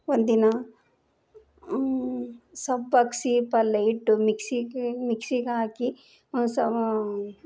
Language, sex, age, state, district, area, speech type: Kannada, female, 30-45, Karnataka, Koppal, urban, spontaneous